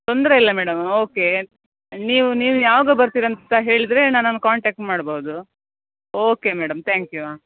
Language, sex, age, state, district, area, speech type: Kannada, female, 30-45, Karnataka, Dakshina Kannada, rural, conversation